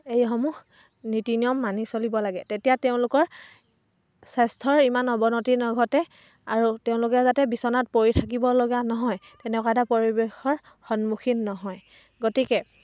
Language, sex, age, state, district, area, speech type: Assamese, female, 18-30, Assam, Dhemaji, rural, spontaneous